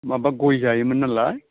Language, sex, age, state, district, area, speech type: Bodo, male, 60+, Assam, Udalguri, urban, conversation